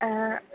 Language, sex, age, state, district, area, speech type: Malayalam, female, 30-45, Kerala, Kottayam, urban, conversation